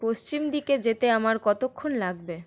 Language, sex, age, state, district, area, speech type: Bengali, female, 18-30, West Bengal, Birbhum, urban, read